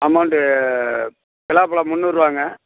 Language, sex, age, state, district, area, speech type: Tamil, male, 45-60, Tamil Nadu, Perambalur, rural, conversation